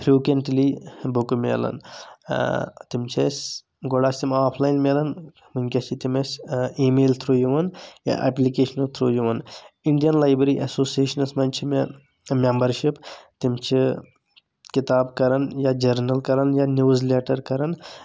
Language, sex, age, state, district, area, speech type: Kashmiri, male, 18-30, Jammu and Kashmir, Shopian, rural, spontaneous